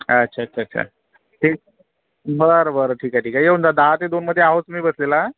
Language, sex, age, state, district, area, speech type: Marathi, male, 45-60, Maharashtra, Akola, rural, conversation